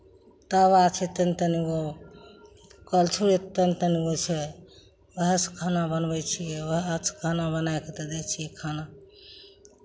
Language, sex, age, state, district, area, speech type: Maithili, female, 60+, Bihar, Begusarai, urban, spontaneous